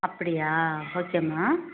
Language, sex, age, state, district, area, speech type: Tamil, female, 45-60, Tamil Nadu, Coimbatore, rural, conversation